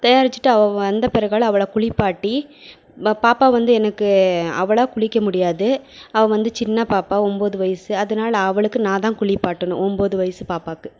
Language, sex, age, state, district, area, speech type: Tamil, female, 30-45, Tamil Nadu, Krishnagiri, rural, spontaneous